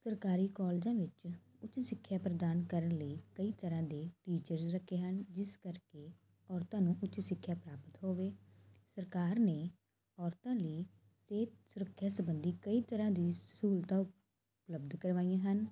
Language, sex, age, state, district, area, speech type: Punjabi, female, 18-30, Punjab, Muktsar, rural, spontaneous